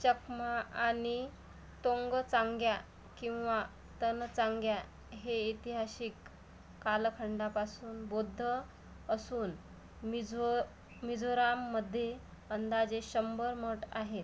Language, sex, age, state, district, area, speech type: Marathi, female, 30-45, Maharashtra, Washim, rural, read